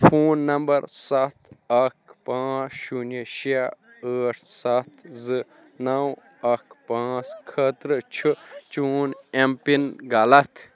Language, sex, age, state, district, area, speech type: Kashmiri, male, 30-45, Jammu and Kashmir, Bandipora, rural, read